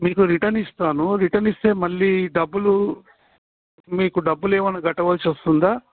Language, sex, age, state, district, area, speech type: Telugu, male, 60+, Telangana, Warangal, urban, conversation